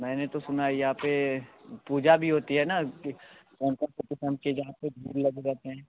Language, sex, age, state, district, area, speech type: Hindi, male, 18-30, Bihar, Darbhanga, rural, conversation